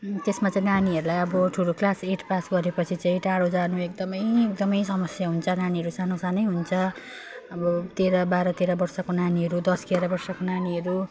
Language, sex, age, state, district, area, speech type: Nepali, female, 30-45, West Bengal, Jalpaiguri, rural, spontaneous